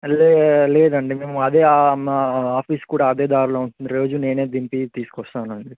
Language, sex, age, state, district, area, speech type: Telugu, male, 18-30, Andhra Pradesh, Visakhapatnam, urban, conversation